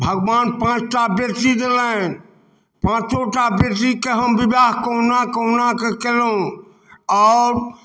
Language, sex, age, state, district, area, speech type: Maithili, male, 60+, Bihar, Darbhanga, rural, spontaneous